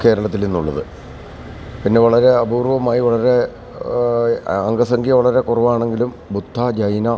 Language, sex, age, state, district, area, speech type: Malayalam, male, 60+, Kerala, Idukki, rural, spontaneous